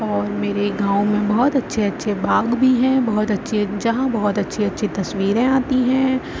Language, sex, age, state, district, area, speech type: Urdu, female, 30-45, Uttar Pradesh, Aligarh, rural, spontaneous